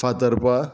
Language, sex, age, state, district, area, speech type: Goan Konkani, male, 45-60, Goa, Murmgao, rural, spontaneous